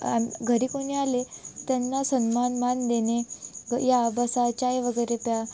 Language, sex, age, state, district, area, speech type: Marathi, female, 18-30, Maharashtra, Wardha, rural, spontaneous